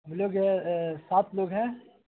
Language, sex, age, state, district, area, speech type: Urdu, male, 18-30, Bihar, Gaya, urban, conversation